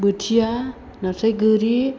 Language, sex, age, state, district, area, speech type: Bodo, female, 60+, Assam, Chirang, rural, spontaneous